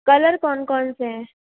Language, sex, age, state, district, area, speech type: Hindi, female, 18-30, Rajasthan, Jodhpur, urban, conversation